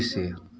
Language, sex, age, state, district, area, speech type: Hindi, male, 30-45, Uttar Pradesh, Mau, rural, read